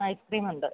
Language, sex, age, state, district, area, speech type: Malayalam, female, 60+, Kerala, Idukki, rural, conversation